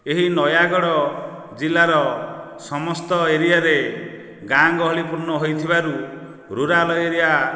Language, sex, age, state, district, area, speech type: Odia, male, 45-60, Odisha, Nayagarh, rural, spontaneous